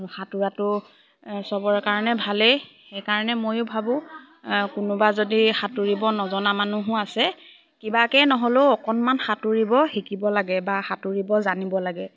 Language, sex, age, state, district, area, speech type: Assamese, female, 18-30, Assam, Lakhimpur, rural, spontaneous